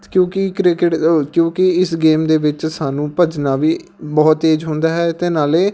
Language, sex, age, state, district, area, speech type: Punjabi, male, 18-30, Punjab, Patiala, urban, spontaneous